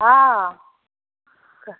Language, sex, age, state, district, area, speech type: Maithili, female, 60+, Bihar, Begusarai, urban, conversation